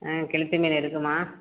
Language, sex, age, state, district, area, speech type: Tamil, female, 30-45, Tamil Nadu, Perambalur, rural, conversation